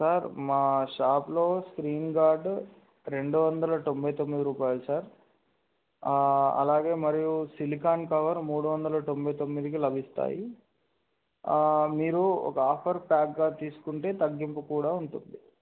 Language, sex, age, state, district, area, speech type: Telugu, male, 18-30, Telangana, Adilabad, urban, conversation